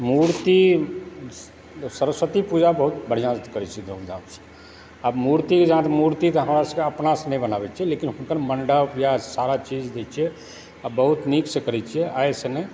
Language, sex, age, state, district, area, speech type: Maithili, male, 45-60, Bihar, Supaul, rural, spontaneous